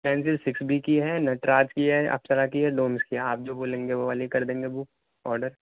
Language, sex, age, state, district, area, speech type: Urdu, male, 18-30, Delhi, North West Delhi, urban, conversation